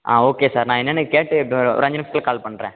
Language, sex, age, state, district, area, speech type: Tamil, male, 18-30, Tamil Nadu, Tirunelveli, rural, conversation